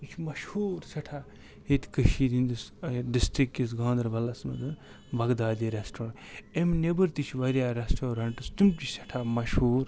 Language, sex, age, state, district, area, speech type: Kashmiri, male, 30-45, Jammu and Kashmir, Ganderbal, rural, spontaneous